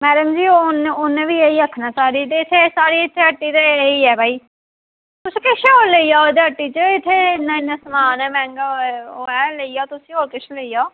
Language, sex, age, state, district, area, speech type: Dogri, female, 18-30, Jammu and Kashmir, Udhampur, rural, conversation